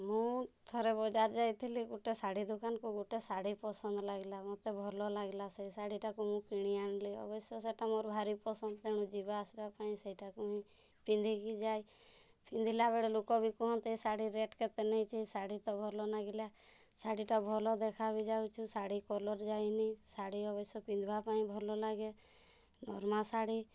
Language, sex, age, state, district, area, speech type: Odia, female, 45-60, Odisha, Mayurbhanj, rural, spontaneous